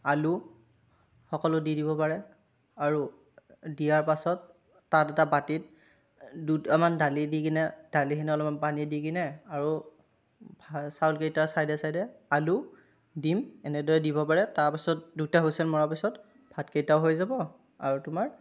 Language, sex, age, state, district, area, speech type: Assamese, male, 30-45, Assam, Darrang, rural, spontaneous